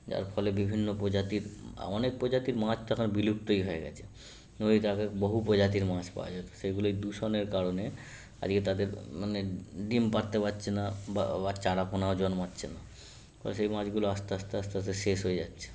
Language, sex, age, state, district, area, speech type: Bengali, male, 30-45, West Bengal, Howrah, urban, spontaneous